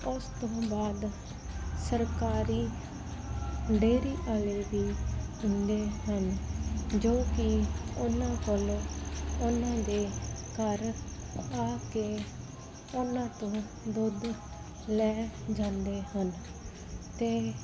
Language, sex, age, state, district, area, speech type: Punjabi, female, 18-30, Punjab, Fazilka, rural, spontaneous